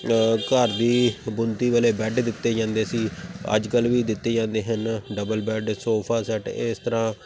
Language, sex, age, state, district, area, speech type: Punjabi, male, 30-45, Punjab, Tarn Taran, urban, spontaneous